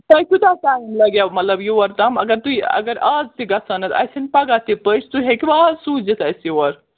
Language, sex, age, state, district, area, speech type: Kashmiri, female, 18-30, Jammu and Kashmir, Srinagar, urban, conversation